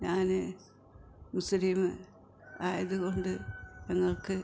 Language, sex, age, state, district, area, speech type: Malayalam, female, 60+, Kerala, Malappuram, rural, spontaneous